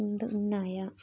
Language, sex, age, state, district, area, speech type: Telugu, female, 30-45, Telangana, Jagtial, rural, spontaneous